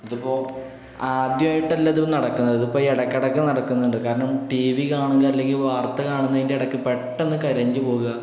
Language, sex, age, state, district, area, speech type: Malayalam, male, 45-60, Kerala, Palakkad, rural, spontaneous